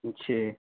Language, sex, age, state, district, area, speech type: Urdu, male, 18-30, Uttar Pradesh, Saharanpur, urban, conversation